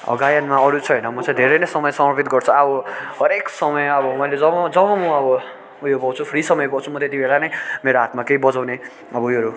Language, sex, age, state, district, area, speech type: Nepali, male, 18-30, West Bengal, Darjeeling, rural, spontaneous